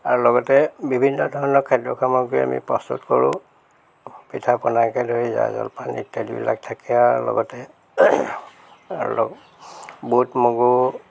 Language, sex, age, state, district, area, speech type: Assamese, male, 60+, Assam, Golaghat, urban, spontaneous